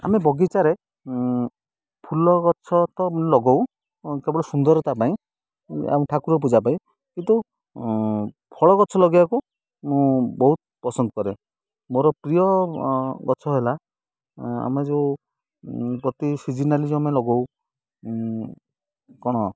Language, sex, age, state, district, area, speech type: Odia, male, 30-45, Odisha, Kendrapara, urban, spontaneous